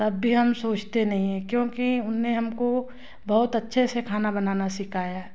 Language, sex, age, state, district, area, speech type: Hindi, female, 30-45, Madhya Pradesh, Betul, rural, spontaneous